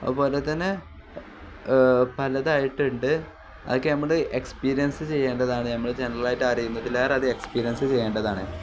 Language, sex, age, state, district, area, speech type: Malayalam, male, 18-30, Kerala, Kozhikode, rural, spontaneous